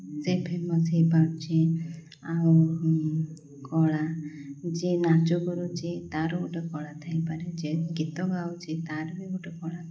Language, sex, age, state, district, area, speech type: Odia, female, 30-45, Odisha, Koraput, urban, spontaneous